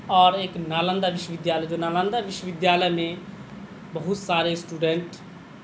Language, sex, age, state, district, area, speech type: Urdu, male, 18-30, Bihar, Madhubani, urban, spontaneous